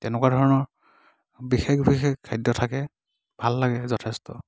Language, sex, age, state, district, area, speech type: Assamese, male, 30-45, Assam, Dibrugarh, rural, spontaneous